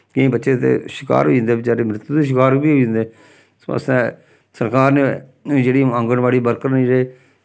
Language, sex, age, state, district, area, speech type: Dogri, male, 45-60, Jammu and Kashmir, Samba, rural, spontaneous